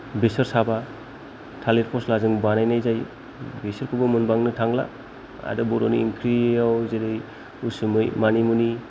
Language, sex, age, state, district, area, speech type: Bodo, male, 30-45, Assam, Kokrajhar, rural, spontaneous